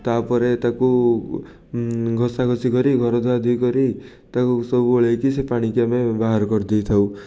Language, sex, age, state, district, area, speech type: Odia, male, 30-45, Odisha, Puri, urban, spontaneous